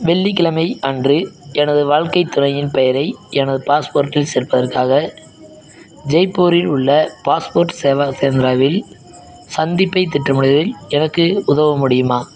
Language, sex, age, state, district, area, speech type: Tamil, male, 18-30, Tamil Nadu, Madurai, rural, read